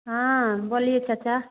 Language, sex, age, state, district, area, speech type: Hindi, female, 60+, Bihar, Madhepura, rural, conversation